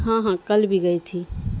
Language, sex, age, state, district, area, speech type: Urdu, female, 18-30, Bihar, Madhubani, rural, spontaneous